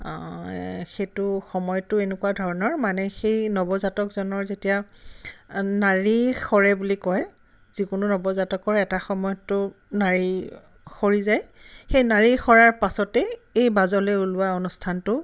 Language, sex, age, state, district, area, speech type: Assamese, female, 45-60, Assam, Tinsukia, urban, spontaneous